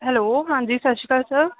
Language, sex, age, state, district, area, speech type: Punjabi, female, 18-30, Punjab, Ludhiana, urban, conversation